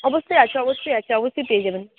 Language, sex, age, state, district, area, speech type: Bengali, female, 18-30, West Bengal, Uttar Dinajpur, rural, conversation